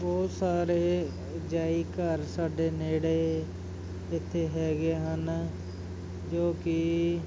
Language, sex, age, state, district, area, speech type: Punjabi, male, 18-30, Punjab, Muktsar, urban, spontaneous